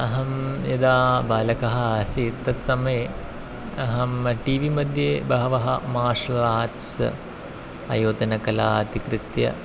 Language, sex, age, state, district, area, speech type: Sanskrit, male, 30-45, Kerala, Ernakulam, rural, spontaneous